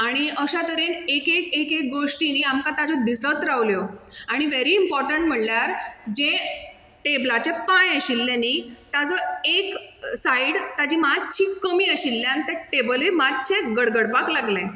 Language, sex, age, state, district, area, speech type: Goan Konkani, female, 30-45, Goa, Bardez, rural, spontaneous